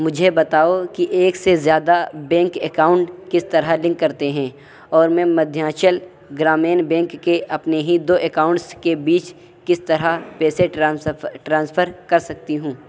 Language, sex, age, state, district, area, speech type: Urdu, male, 18-30, Uttar Pradesh, Saharanpur, urban, read